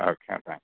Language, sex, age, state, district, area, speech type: Telugu, male, 30-45, Andhra Pradesh, Bapatla, urban, conversation